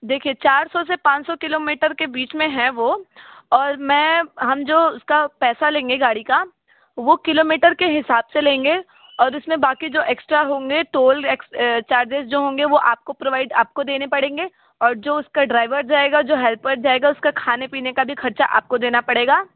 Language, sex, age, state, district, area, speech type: Hindi, female, 30-45, Uttar Pradesh, Sonbhadra, rural, conversation